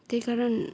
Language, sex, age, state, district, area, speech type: Nepali, female, 30-45, West Bengal, Kalimpong, rural, spontaneous